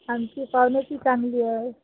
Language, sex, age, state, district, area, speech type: Marathi, female, 30-45, Maharashtra, Washim, rural, conversation